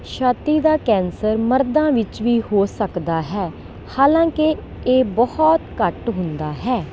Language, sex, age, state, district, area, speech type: Punjabi, female, 30-45, Punjab, Kapurthala, rural, read